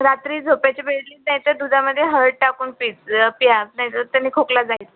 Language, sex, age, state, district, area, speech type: Marathi, female, 18-30, Maharashtra, Buldhana, rural, conversation